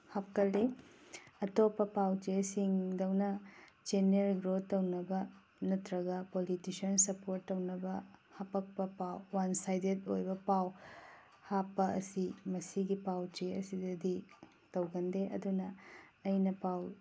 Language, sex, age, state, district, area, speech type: Manipuri, female, 45-60, Manipur, Tengnoupal, rural, spontaneous